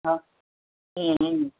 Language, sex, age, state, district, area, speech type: Tamil, male, 30-45, Tamil Nadu, Tiruvannamalai, urban, conversation